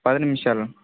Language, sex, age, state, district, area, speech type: Telugu, male, 18-30, Telangana, Mancherial, rural, conversation